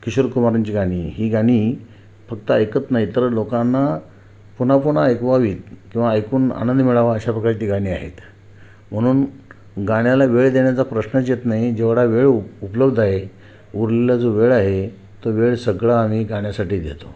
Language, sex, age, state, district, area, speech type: Marathi, male, 45-60, Maharashtra, Sindhudurg, rural, spontaneous